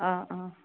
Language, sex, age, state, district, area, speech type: Assamese, female, 60+, Assam, Goalpara, urban, conversation